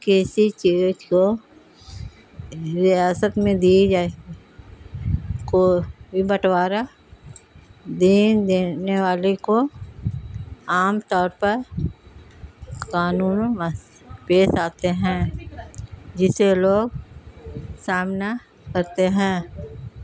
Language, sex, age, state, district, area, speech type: Urdu, female, 60+, Bihar, Gaya, urban, spontaneous